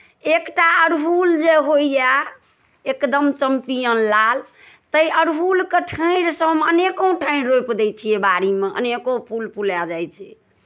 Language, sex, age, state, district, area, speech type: Maithili, female, 60+, Bihar, Darbhanga, rural, spontaneous